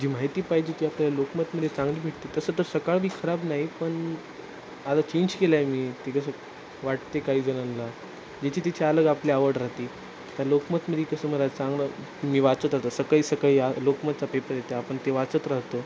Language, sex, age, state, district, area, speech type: Marathi, male, 30-45, Maharashtra, Nanded, rural, spontaneous